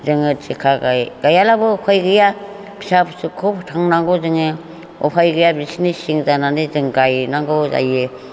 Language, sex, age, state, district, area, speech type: Bodo, female, 60+, Assam, Chirang, rural, spontaneous